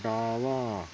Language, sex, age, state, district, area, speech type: Marathi, male, 18-30, Maharashtra, Thane, urban, read